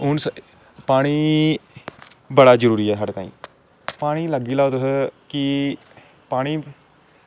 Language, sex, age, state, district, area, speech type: Dogri, male, 18-30, Jammu and Kashmir, Samba, urban, spontaneous